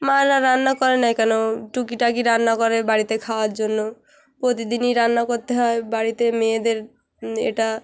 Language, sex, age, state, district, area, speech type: Bengali, female, 18-30, West Bengal, Hooghly, urban, spontaneous